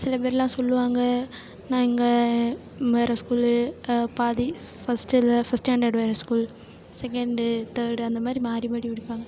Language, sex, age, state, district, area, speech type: Tamil, female, 18-30, Tamil Nadu, Perambalur, rural, spontaneous